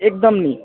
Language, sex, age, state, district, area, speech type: Nepali, male, 18-30, West Bengal, Kalimpong, rural, conversation